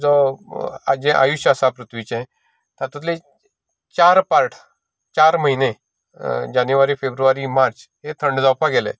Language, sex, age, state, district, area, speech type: Goan Konkani, male, 45-60, Goa, Canacona, rural, spontaneous